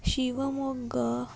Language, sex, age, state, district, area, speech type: Kannada, female, 60+, Karnataka, Tumkur, rural, spontaneous